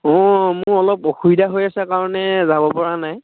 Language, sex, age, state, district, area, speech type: Assamese, male, 18-30, Assam, Dhemaji, rural, conversation